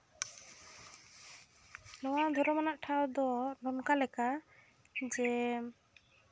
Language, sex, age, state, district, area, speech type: Santali, female, 18-30, West Bengal, Jhargram, rural, spontaneous